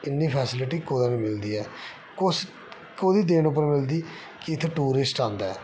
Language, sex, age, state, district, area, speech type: Dogri, male, 30-45, Jammu and Kashmir, Reasi, rural, spontaneous